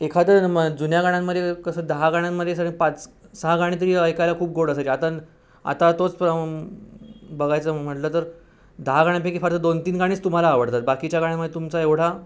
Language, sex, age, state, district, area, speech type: Marathi, male, 30-45, Maharashtra, Sindhudurg, rural, spontaneous